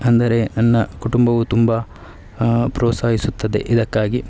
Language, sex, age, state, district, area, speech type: Kannada, male, 30-45, Karnataka, Udupi, rural, spontaneous